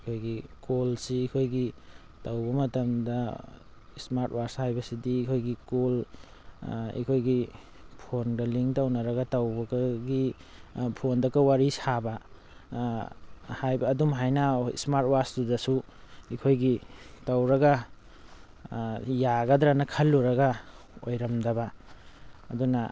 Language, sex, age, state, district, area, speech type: Manipuri, male, 45-60, Manipur, Thoubal, rural, spontaneous